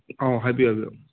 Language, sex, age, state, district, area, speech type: Manipuri, male, 30-45, Manipur, Kangpokpi, urban, conversation